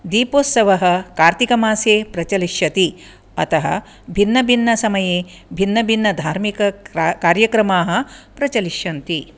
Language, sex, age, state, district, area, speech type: Sanskrit, female, 45-60, Karnataka, Dakshina Kannada, urban, spontaneous